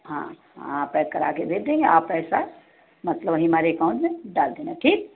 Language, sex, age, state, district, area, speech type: Hindi, female, 60+, Uttar Pradesh, Sitapur, rural, conversation